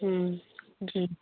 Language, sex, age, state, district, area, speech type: Hindi, female, 30-45, Uttar Pradesh, Prayagraj, rural, conversation